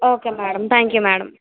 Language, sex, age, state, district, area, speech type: Telugu, female, 60+, Andhra Pradesh, Kakinada, rural, conversation